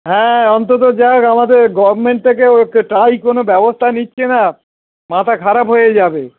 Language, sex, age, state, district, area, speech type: Bengali, male, 60+, West Bengal, Howrah, urban, conversation